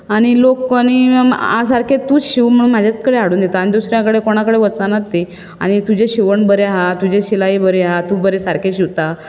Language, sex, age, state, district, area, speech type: Goan Konkani, female, 30-45, Goa, Bardez, urban, spontaneous